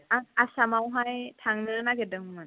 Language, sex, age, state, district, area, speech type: Bodo, female, 18-30, Assam, Kokrajhar, rural, conversation